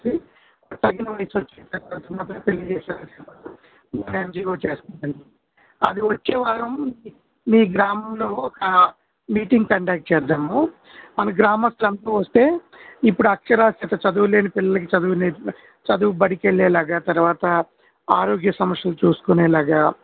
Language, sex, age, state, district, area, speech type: Telugu, male, 45-60, Andhra Pradesh, Kurnool, urban, conversation